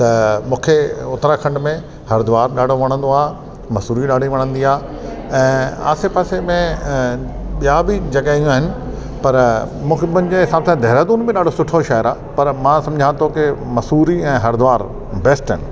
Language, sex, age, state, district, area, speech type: Sindhi, male, 60+, Delhi, South Delhi, urban, spontaneous